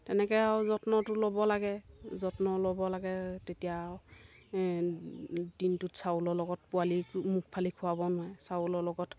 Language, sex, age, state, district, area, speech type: Assamese, female, 30-45, Assam, Golaghat, rural, spontaneous